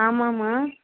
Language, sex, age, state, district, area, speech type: Tamil, female, 60+, Tamil Nadu, Dharmapuri, urban, conversation